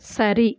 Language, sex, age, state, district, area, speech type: Tamil, female, 30-45, Tamil Nadu, Perambalur, rural, read